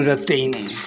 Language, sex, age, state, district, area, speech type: Hindi, male, 45-60, Bihar, Madhepura, rural, spontaneous